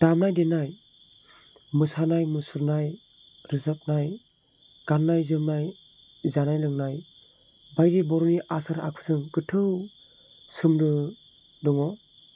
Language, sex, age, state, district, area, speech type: Bodo, male, 18-30, Assam, Chirang, urban, spontaneous